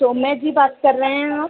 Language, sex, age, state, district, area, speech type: Hindi, female, 18-30, Madhya Pradesh, Chhindwara, urban, conversation